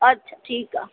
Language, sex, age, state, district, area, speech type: Sindhi, female, 30-45, Maharashtra, Thane, urban, conversation